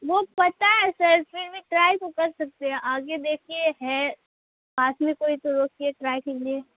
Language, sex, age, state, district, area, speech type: Urdu, female, 18-30, Bihar, Khagaria, rural, conversation